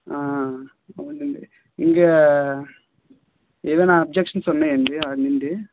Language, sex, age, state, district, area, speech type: Telugu, male, 30-45, Andhra Pradesh, Vizianagaram, rural, conversation